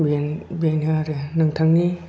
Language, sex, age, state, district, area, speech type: Bodo, male, 30-45, Assam, Chirang, rural, spontaneous